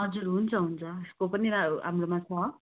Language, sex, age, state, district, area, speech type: Nepali, female, 45-60, West Bengal, Darjeeling, rural, conversation